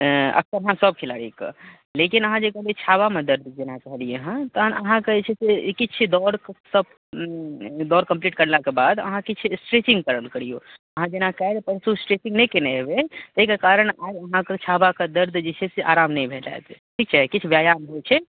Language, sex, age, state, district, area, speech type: Maithili, male, 30-45, Bihar, Darbhanga, rural, conversation